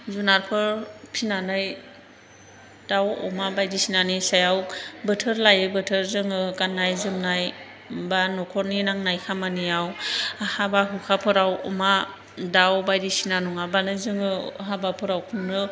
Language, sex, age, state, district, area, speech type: Bodo, female, 45-60, Assam, Chirang, urban, spontaneous